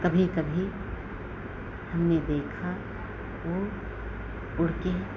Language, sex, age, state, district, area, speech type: Hindi, female, 45-60, Uttar Pradesh, Lucknow, rural, spontaneous